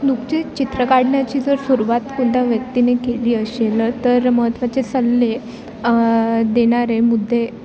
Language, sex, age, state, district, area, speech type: Marathi, female, 18-30, Maharashtra, Bhandara, rural, spontaneous